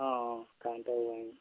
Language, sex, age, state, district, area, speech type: Assamese, male, 60+, Assam, Golaghat, rural, conversation